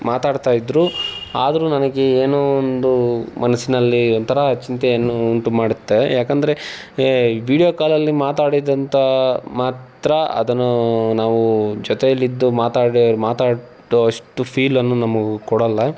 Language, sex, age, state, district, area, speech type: Kannada, male, 18-30, Karnataka, Tumkur, rural, spontaneous